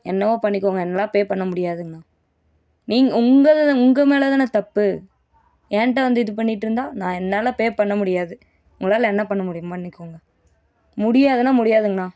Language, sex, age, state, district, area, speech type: Tamil, female, 18-30, Tamil Nadu, Coimbatore, rural, spontaneous